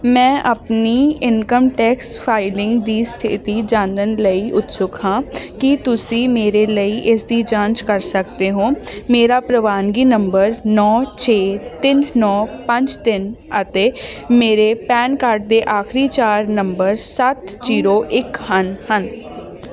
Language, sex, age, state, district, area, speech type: Punjabi, female, 18-30, Punjab, Ludhiana, urban, read